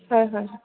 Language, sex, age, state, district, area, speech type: Assamese, female, 18-30, Assam, Goalpara, urban, conversation